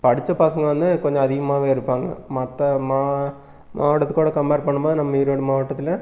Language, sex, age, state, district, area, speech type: Tamil, male, 30-45, Tamil Nadu, Erode, rural, spontaneous